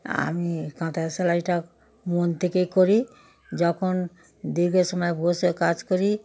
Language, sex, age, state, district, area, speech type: Bengali, female, 60+, West Bengal, Darjeeling, rural, spontaneous